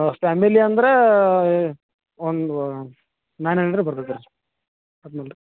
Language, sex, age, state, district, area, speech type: Kannada, male, 45-60, Karnataka, Belgaum, rural, conversation